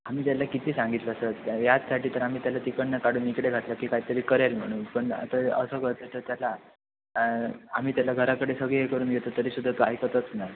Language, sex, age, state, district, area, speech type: Marathi, male, 18-30, Maharashtra, Sindhudurg, rural, conversation